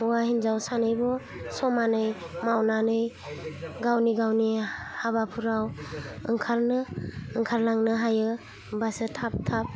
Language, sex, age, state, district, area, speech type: Bodo, female, 30-45, Assam, Udalguri, rural, spontaneous